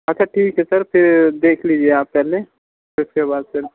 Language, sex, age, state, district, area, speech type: Hindi, male, 45-60, Uttar Pradesh, Sonbhadra, rural, conversation